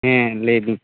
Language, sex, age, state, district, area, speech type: Santali, male, 18-30, West Bengal, Bankura, rural, conversation